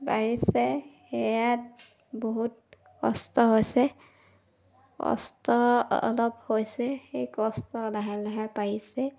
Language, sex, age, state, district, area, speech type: Assamese, female, 30-45, Assam, Sivasagar, rural, spontaneous